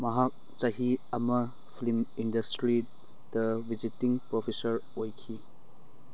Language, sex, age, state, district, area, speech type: Manipuri, male, 30-45, Manipur, Churachandpur, rural, read